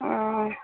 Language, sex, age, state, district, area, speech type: Hindi, female, 18-30, Bihar, Madhepura, rural, conversation